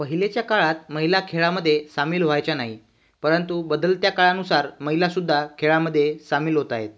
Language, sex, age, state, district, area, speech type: Marathi, male, 18-30, Maharashtra, Washim, rural, spontaneous